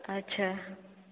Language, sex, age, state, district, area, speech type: Odia, female, 18-30, Odisha, Boudh, rural, conversation